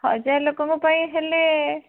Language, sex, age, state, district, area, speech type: Odia, female, 45-60, Odisha, Bhadrak, rural, conversation